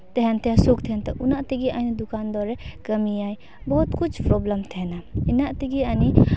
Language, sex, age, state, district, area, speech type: Santali, female, 18-30, West Bengal, Paschim Bardhaman, rural, spontaneous